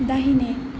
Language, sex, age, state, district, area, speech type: Nepali, female, 30-45, West Bengal, Alipurduar, urban, read